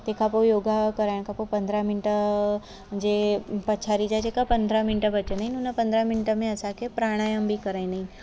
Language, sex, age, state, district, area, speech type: Sindhi, female, 30-45, Gujarat, Surat, urban, spontaneous